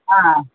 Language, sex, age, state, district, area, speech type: Kannada, female, 60+, Karnataka, Udupi, rural, conversation